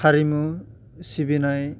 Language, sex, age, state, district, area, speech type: Bodo, male, 30-45, Assam, Chirang, rural, spontaneous